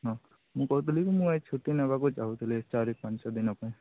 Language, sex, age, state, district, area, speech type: Odia, male, 45-60, Odisha, Sundergarh, rural, conversation